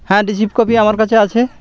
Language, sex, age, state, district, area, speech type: Bengali, male, 30-45, West Bengal, Birbhum, urban, spontaneous